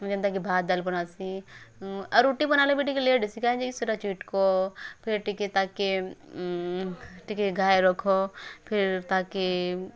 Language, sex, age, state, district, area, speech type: Odia, female, 18-30, Odisha, Bargarh, rural, spontaneous